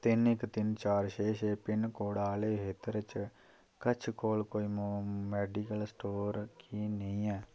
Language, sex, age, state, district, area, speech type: Dogri, male, 30-45, Jammu and Kashmir, Kathua, rural, read